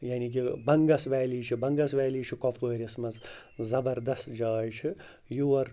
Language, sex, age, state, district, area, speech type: Kashmiri, male, 45-60, Jammu and Kashmir, Srinagar, urban, spontaneous